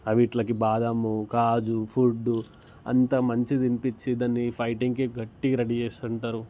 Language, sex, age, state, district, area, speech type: Telugu, male, 18-30, Telangana, Ranga Reddy, urban, spontaneous